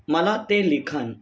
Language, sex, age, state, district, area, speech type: Marathi, male, 30-45, Maharashtra, Palghar, urban, spontaneous